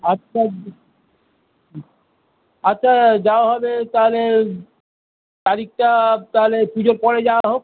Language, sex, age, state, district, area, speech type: Bengali, male, 45-60, West Bengal, South 24 Parganas, urban, conversation